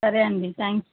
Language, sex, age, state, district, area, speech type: Telugu, female, 30-45, Andhra Pradesh, Chittoor, rural, conversation